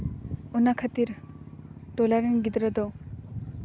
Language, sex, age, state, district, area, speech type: Santali, female, 18-30, West Bengal, Paschim Bardhaman, rural, spontaneous